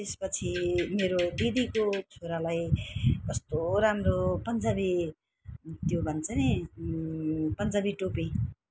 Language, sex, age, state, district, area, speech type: Nepali, female, 60+, West Bengal, Alipurduar, urban, spontaneous